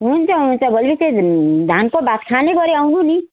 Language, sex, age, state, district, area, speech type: Nepali, female, 60+, West Bengal, Darjeeling, rural, conversation